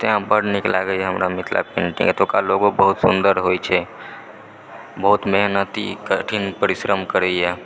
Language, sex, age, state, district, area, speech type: Maithili, male, 18-30, Bihar, Supaul, rural, spontaneous